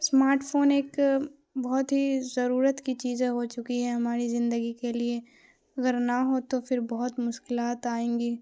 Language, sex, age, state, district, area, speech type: Urdu, female, 18-30, Bihar, Khagaria, rural, spontaneous